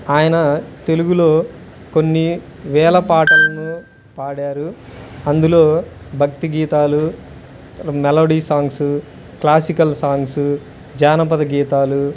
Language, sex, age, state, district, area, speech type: Telugu, male, 30-45, Andhra Pradesh, Guntur, urban, spontaneous